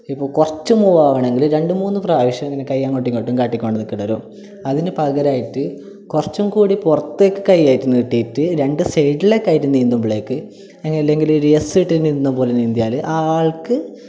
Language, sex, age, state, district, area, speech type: Malayalam, male, 18-30, Kerala, Kasaragod, urban, spontaneous